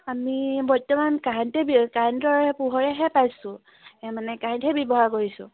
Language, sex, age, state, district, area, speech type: Assamese, female, 18-30, Assam, Sivasagar, rural, conversation